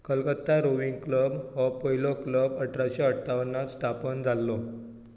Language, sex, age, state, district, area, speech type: Goan Konkani, male, 18-30, Goa, Tiswadi, rural, read